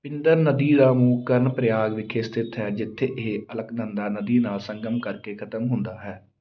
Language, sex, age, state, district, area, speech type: Punjabi, male, 30-45, Punjab, Amritsar, urban, read